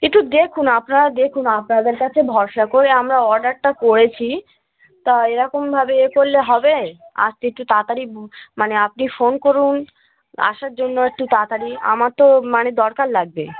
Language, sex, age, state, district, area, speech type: Bengali, female, 18-30, West Bengal, Cooch Behar, urban, conversation